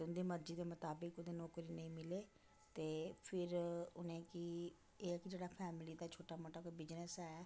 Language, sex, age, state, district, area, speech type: Dogri, female, 60+, Jammu and Kashmir, Reasi, rural, spontaneous